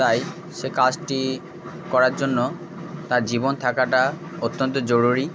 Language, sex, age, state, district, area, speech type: Bengali, male, 45-60, West Bengal, Purba Bardhaman, urban, spontaneous